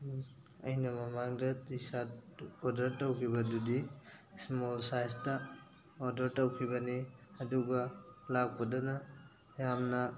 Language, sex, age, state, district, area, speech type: Manipuri, male, 18-30, Manipur, Thoubal, rural, spontaneous